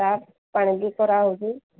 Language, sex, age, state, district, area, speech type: Odia, female, 60+, Odisha, Angul, rural, conversation